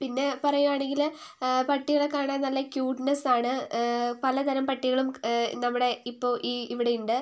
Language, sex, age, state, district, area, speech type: Malayalam, female, 18-30, Kerala, Wayanad, rural, spontaneous